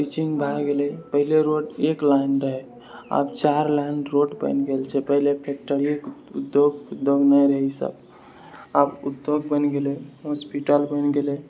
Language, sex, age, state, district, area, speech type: Maithili, male, 18-30, Bihar, Purnia, rural, spontaneous